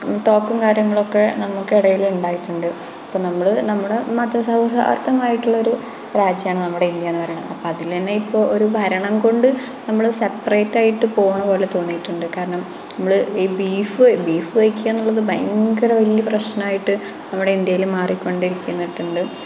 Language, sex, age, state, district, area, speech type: Malayalam, female, 18-30, Kerala, Malappuram, rural, spontaneous